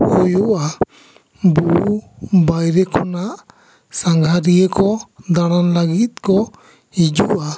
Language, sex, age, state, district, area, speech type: Santali, male, 30-45, West Bengal, Bankura, rural, spontaneous